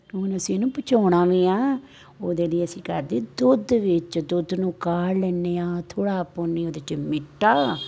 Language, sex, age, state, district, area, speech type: Punjabi, female, 45-60, Punjab, Amritsar, urban, spontaneous